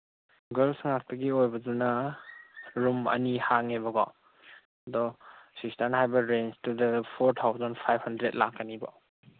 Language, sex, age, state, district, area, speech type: Manipuri, male, 18-30, Manipur, Senapati, rural, conversation